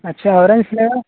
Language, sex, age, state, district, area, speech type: Hindi, male, 18-30, Uttar Pradesh, Azamgarh, rural, conversation